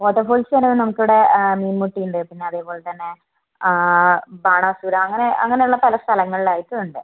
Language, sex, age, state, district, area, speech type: Malayalam, female, 18-30, Kerala, Wayanad, rural, conversation